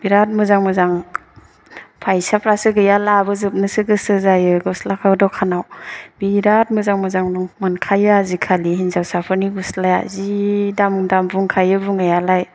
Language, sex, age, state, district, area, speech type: Bodo, female, 30-45, Assam, Chirang, urban, spontaneous